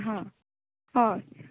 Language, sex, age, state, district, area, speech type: Goan Konkani, female, 30-45, Goa, Tiswadi, rural, conversation